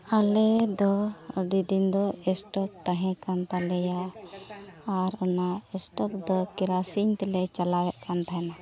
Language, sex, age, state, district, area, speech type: Santali, female, 18-30, Jharkhand, Pakur, rural, spontaneous